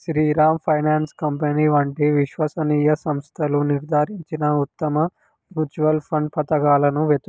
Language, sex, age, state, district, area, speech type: Telugu, male, 18-30, Telangana, Sangareddy, urban, read